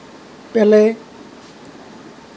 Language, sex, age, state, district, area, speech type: Assamese, male, 45-60, Assam, Nalbari, rural, spontaneous